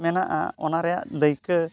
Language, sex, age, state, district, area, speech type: Santali, male, 45-60, Odisha, Mayurbhanj, rural, spontaneous